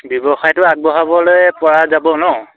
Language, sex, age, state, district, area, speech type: Assamese, male, 18-30, Assam, Dhemaji, rural, conversation